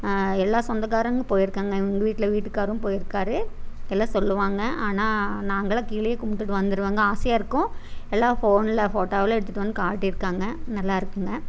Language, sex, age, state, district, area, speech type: Tamil, female, 30-45, Tamil Nadu, Coimbatore, rural, spontaneous